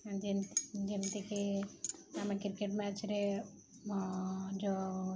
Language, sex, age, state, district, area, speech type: Odia, female, 30-45, Odisha, Sundergarh, urban, spontaneous